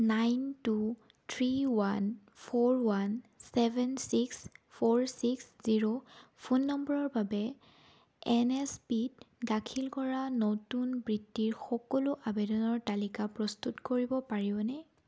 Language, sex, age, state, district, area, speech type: Assamese, female, 18-30, Assam, Sonitpur, rural, read